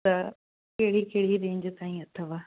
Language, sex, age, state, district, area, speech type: Sindhi, female, 45-60, Uttar Pradesh, Lucknow, urban, conversation